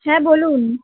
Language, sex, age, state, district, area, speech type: Bengali, female, 18-30, West Bengal, Darjeeling, urban, conversation